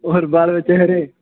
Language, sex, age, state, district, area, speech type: Dogri, male, 18-30, Jammu and Kashmir, Kathua, rural, conversation